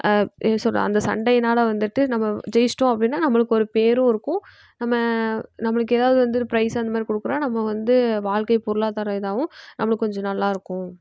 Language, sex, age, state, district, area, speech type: Tamil, female, 18-30, Tamil Nadu, Erode, rural, spontaneous